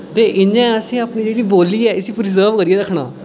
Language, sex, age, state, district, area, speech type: Dogri, male, 18-30, Jammu and Kashmir, Udhampur, rural, spontaneous